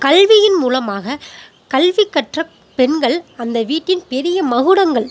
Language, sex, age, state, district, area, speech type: Tamil, female, 30-45, Tamil Nadu, Pudukkottai, rural, spontaneous